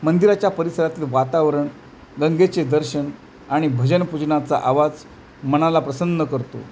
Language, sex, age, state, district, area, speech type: Marathi, male, 45-60, Maharashtra, Thane, rural, spontaneous